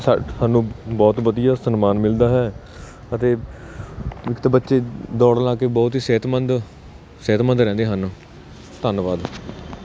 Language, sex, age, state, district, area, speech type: Punjabi, male, 18-30, Punjab, Kapurthala, urban, spontaneous